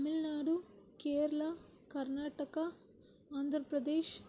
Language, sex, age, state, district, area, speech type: Tamil, female, 18-30, Tamil Nadu, Krishnagiri, rural, spontaneous